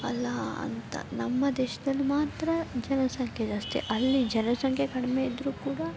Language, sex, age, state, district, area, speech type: Kannada, female, 18-30, Karnataka, Chamarajanagar, rural, spontaneous